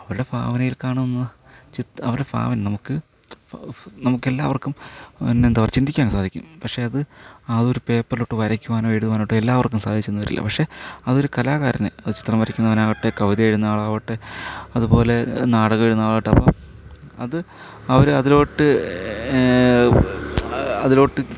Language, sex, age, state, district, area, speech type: Malayalam, male, 30-45, Kerala, Thiruvananthapuram, rural, spontaneous